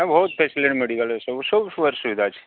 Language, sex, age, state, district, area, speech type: Odia, male, 45-60, Odisha, Sambalpur, rural, conversation